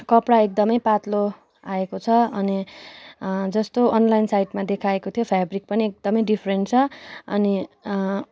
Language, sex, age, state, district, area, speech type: Nepali, female, 18-30, West Bengal, Kalimpong, rural, spontaneous